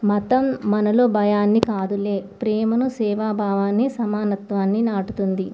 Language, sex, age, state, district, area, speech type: Telugu, female, 18-30, Telangana, Komaram Bheem, urban, spontaneous